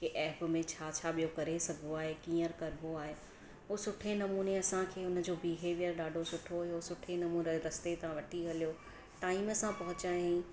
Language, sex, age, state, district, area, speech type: Sindhi, female, 45-60, Gujarat, Surat, urban, spontaneous